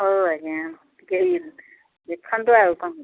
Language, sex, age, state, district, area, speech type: Odia, female, 60+, Odisha, Jharsuguda, rural, conversation